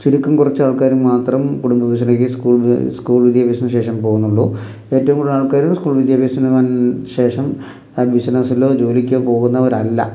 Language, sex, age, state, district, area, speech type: Malayalam, male, 45-60, Kerala, Palakkad, rural, spontaneous